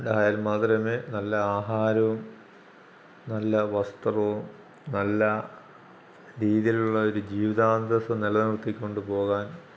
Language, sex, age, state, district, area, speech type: Malayalam, male, 45-60, Kerala, Alappuzha, rural, spontaneous